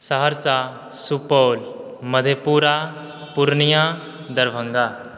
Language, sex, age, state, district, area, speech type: Maithili, male, 18-30, Bihar, Supaul, rural, spontaneous